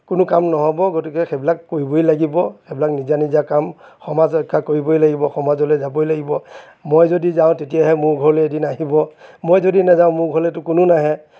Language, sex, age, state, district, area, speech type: Assamese, male, 60+, Assam, Nagaon, rural, spontaneous